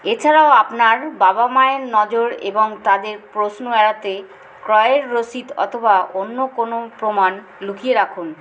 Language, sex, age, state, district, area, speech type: Bengali, female, 45-60, West Bengal, Hooghly, urban, read